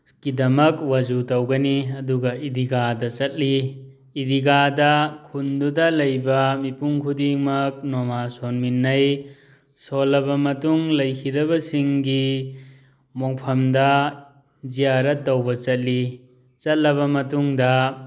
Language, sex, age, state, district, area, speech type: Manipuri, male, 30-45, Manipur, Thoubal, urban, spontaneous